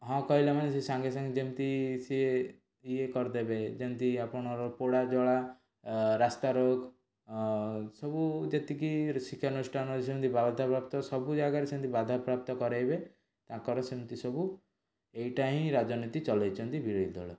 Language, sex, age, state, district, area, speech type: Odia, male, 18-30, Odisha, Cuttack, urban, spontaneous